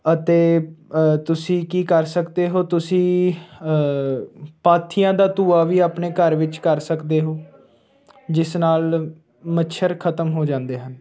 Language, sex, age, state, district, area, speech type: Punjabi, male, 18-30, Punjab, Ludhiana, urban, spontaneous